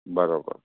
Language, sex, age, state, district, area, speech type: Sindhi, male, 45-60, Maharashtra, Thane, urban, conversation